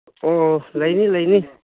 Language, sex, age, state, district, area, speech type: Manipuri, male, 45-60, Manipur, Kangpokpi, urban, conversation